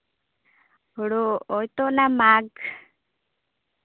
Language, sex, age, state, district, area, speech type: Santali, female, 18-30, West Bengal, Uttar Dinajpur, rural, conversation